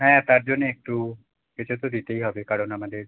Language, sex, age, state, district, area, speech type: Bengali, male, 18-30, West Bengal, Howrah, urban, conversation